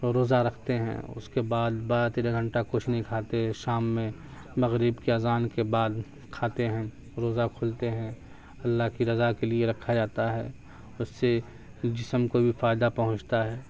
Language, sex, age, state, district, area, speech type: Urdu, male, 18-30, Bihar, Darbhanga, urban, spontaneous